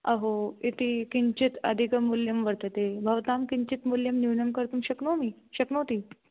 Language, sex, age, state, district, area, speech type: Sanskrit, female, 18-30, Rajasthan, Jaipur, urban, conversation